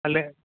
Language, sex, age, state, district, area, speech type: Malayalam, male, 30-45, Kerala, Idukki, rural, conversation